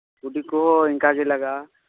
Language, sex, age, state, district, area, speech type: Santali, male, 18-30, West Bengal, Malda, rural, conversation